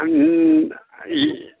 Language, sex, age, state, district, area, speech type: Bengali, male, 60+, West Bengal, Dakshin Dinajpur, rural, conversation